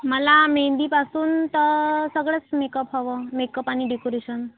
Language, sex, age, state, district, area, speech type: Marathi, female, 18-30, Maharashtra, Amravati, rural, conversation